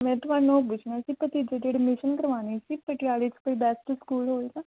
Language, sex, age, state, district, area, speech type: Punjabi, female, 18-30, Punjab, Patiala, rural, conversation